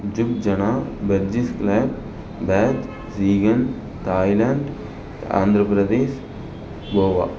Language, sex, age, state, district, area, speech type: Tamil, male, 18-30, Tamil Nadu, Perambalur, rural, spontaneous